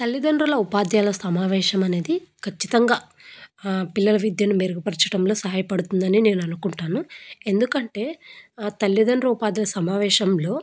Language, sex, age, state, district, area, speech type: Telugu, female, 18-30, Andhra Pradesh, Anantapur, rural, spontaneous